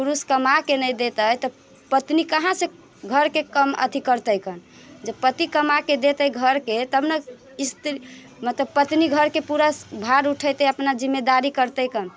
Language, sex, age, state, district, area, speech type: Maithili, female, 30-45, Bihar, Muzaffarpur, rural, spontaneous